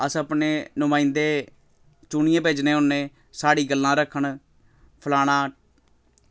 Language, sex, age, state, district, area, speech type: Dogri, male, 30-45, Jammu and Kashmir, Samba, rural, spontaneous